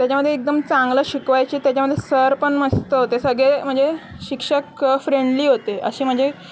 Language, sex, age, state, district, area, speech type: Marathi, female, 18-30, Maharashtra, Mumbai Suburban, urban, spontaneous